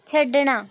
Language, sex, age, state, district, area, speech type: Punjabi, female, 18-30, Punjab, Rupnagar, urban, read